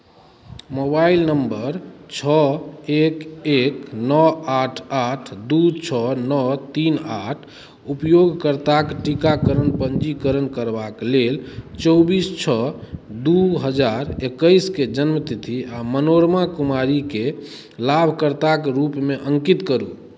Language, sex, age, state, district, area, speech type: Maithili, male, 30-45, Bihar, Madhubani, rural, read